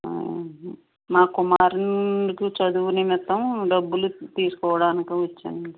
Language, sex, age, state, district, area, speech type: Telugu, female, 60+, Andhra Pradesh, West Godavari, rural, conversation